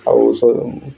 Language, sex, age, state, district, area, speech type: Odia, male, 18-30, Odisha, Bargarh, urban, spontaneous